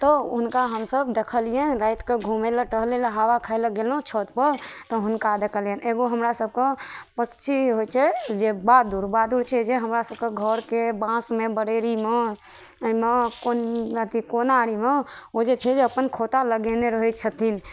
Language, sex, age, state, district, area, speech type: Maithili, female, 18-30, Bihar, Madhubani, rural, spontaneous